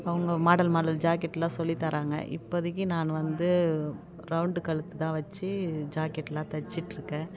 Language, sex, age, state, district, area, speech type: Tamil, female, 30-45, Tamil Nadu, Tiruvannamalai, rural, spontaneous